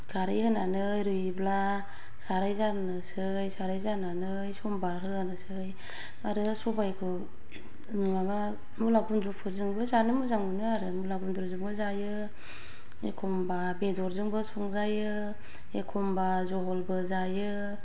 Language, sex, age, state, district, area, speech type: Bodo, female, 45-60, Assam, Kokrajhar, rural, spontaneous